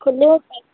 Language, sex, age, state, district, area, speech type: Hindi, female, 18-30, Madhya Pradesh, Hoshangabad, urban, conversation